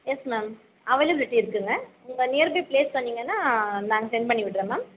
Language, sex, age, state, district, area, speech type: Tamil, female, 30-45, Tamil Nadu, Ranipet, rural, conversation